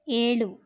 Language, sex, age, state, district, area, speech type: Kannada, female, 18-30, Karnataka, Mandya, rural, read